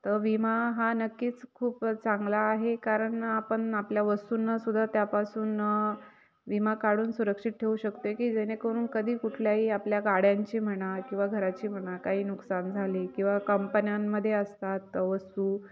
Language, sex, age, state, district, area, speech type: Marathi, female, 30-45, Maharashtra, Nashik, urban, spontaneous